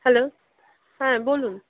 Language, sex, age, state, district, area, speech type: Bengali, female, 18-30, West Bengal, Dakshin Dinajpur, urban, conversation